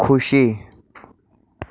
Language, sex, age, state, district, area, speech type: Gujarati, male, 18-30, Gujarat, Ahmedabad, urban, read